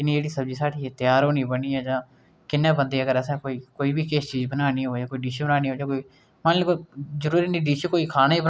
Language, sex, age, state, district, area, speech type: Dogri, male, 30-45, Jammu and Kashmir, Udhampur, rural, spontaneous